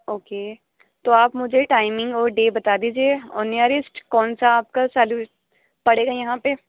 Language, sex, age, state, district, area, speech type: Urdu, female, 18-30, Delhi, East Delhi, urban, conversation